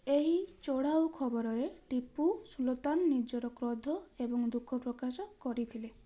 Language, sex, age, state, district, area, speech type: Odia, female, 18-30, Odisha, Balasore, rural, read